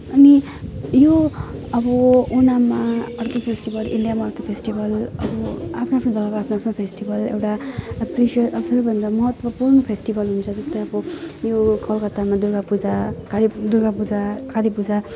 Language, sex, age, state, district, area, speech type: Nepali, female, 18-30, West Bengal, Jalpaiguri, rural, spontaneous